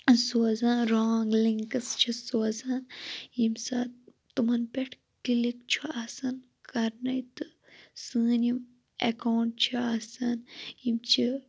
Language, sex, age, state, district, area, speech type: Kashmiri, female, 18-30, Jammu and Kashmir, Shopian, rural, spontaneous